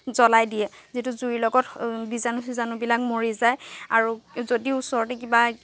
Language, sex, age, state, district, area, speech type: Assamese, female, 18-30, Assam, Golaghat, rural, spontaneous